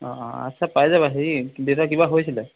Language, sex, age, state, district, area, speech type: Assamese, male, 30-45, Assam, Dhemaji, rural, conversation